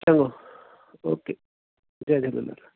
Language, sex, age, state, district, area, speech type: Sindhi, male, 60+, Delhi, South Delhi, urban, conversation